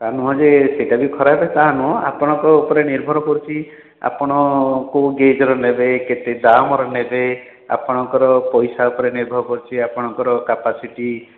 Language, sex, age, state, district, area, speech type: Odia, male, 60+, Odisha, Khordha, rural, conversation